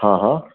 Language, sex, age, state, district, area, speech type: Gujarati, male, 30-45, Gujarat, Surat, urban, conversation